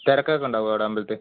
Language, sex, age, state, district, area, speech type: Malayalam, male, 18-30, Kerala, Palakkad, rural, conversation